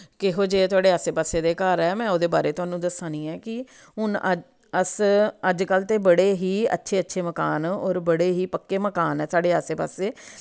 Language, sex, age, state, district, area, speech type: Dogri, female, 45-60, Jammu and Kashmir, Samba, rural, spontaneous